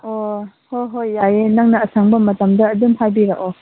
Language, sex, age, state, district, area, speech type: Manipuri, female, 18-30, Manipur, Chandel, rural, conversation